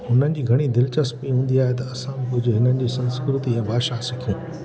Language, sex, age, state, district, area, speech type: Sindhi, male, 60+, Gujarat, Junagadh, rural, spontaneous